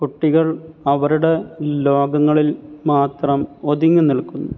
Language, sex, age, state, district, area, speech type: Malayalam, male, 30-45, Kerala, Thiruvananthapuram, rural, spontaneous